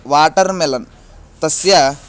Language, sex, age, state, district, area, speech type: Sanskrit, male, 18-30, Karnataka, Bagalkot, rural, spontaneous